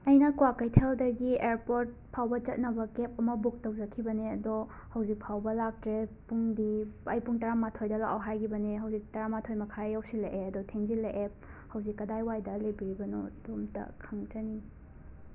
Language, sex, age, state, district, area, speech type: Manipuri, female, 18-30, Manipur, Imphal West, rural, spontaneous